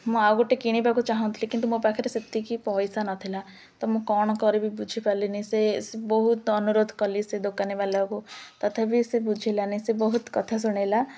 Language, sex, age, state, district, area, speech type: Odia, female, 18-30, Odisha, Ganjam, urban, spontaneous